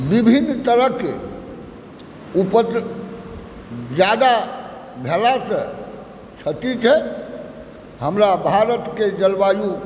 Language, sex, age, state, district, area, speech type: Maithili, male, 60+, Bihar, Supaul, rural, spontaneous